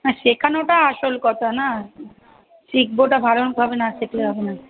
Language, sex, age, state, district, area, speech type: Bengali, female, 30-45, West Bengal, Kolkata, urban, conversation